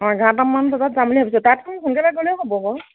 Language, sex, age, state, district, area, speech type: Assamese, female, 30-45, Assam, Nagaon, rural, conversation